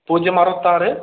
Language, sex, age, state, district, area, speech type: Malayalam, male, 18-30, Kerala, Kasaragod, rural, conversation